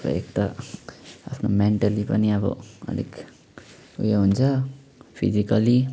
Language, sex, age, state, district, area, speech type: Nepali, male, 18-30, West Bengal, Jalpaiguri, rural, spontaneous